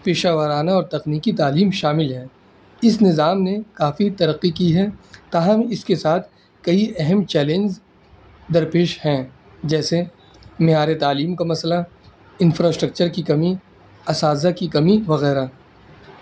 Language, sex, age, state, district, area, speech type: Urdu, male, 18-30, Delhi, North East Delhi, rural, spontaneous